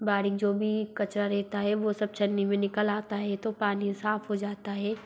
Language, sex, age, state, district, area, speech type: Hindi, female, 45-60, Madhya Pradesh, Bhopal, urban, spontaneous